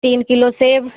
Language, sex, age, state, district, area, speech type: Hindi, female, 60+, Uttar Pradesh, Sitapur, rural, conversation